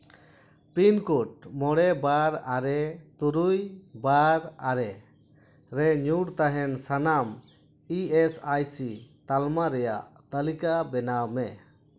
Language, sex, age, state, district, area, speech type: Santali, male, 30-45, West Bengal, Dakshin Dinajpur, rural, read